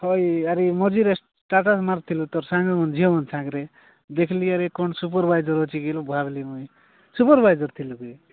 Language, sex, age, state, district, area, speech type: Odia, male, 45-60, Odisha, Nabarangpur, rural, conversation